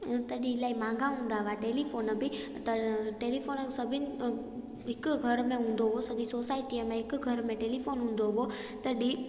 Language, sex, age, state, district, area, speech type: Sindhi, female, 18-30, Gujarat, Junagadh, rural, spontaneous